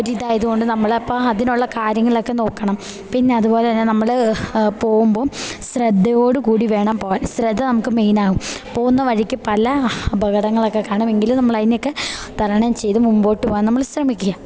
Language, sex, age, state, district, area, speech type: Malayalam, female, 18-30, Kerala, Idukki, rural, spontaneous